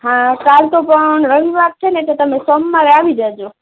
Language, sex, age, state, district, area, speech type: Gujarati, female, 30-45, Gujarat, Kutch, rural, conversation